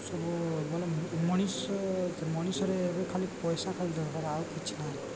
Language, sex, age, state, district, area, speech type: Odia, male, 18-30, Odisha, Koraput, urban, spontaneous